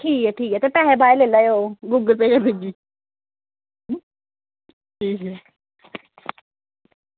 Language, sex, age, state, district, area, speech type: Dogri, female, 18-30, Jammu and Kashmir, Samba, rural, conversation